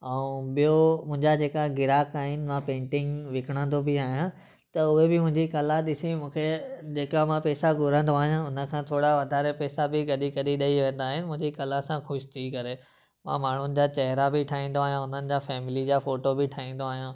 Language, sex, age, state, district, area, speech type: Sindhi, male, 18-30, Gujarat, Surat, urban, spontaneous